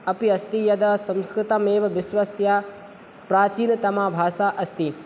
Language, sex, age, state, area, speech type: Sanskrit, male, 18-30, Madhya Pradesh, rural, spontaneous